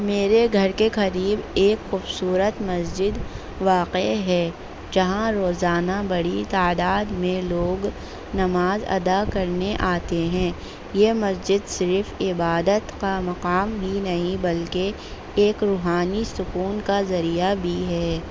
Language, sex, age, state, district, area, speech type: Urdu, female, 18-30, Delhi, North East Delhi, urban, spontaneous